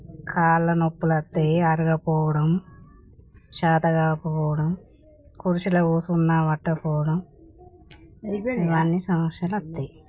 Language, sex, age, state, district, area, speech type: Telugu, female, 45-60, Telangana, Jagtial, rural, spontaneous